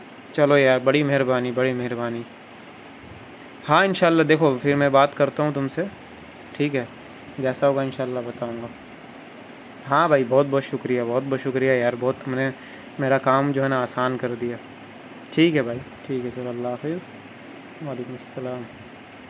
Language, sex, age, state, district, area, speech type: Urdu, male, 30-45, Bihar, Gaya, urban, spontaneous